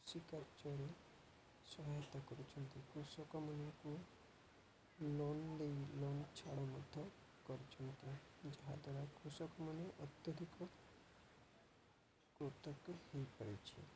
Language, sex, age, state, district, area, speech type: Odia, male, 45-60, Odisha, Malkangiri, urban, spontaneous